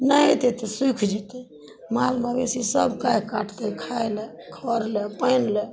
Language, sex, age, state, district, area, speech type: Maithili, female, 60+, Bihar, Madhepura, rural, spontaneous